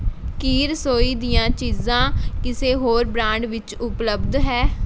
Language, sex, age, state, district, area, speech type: Punjabi, female, 18-30, Punjab, Mohali, rural, read